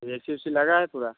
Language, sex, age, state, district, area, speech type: Hindi, male, 30-45, Uttar Pradesh, Mau, urban, conversation